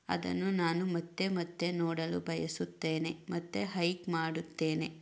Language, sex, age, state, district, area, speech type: Kannada, female, 18-30, Karnataka, Chamarajanagar, rural, spontaneous